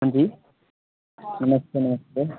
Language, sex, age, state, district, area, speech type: Dogri, male, 18-30, Jammu and Kashmir, Udhampur, rural, conversation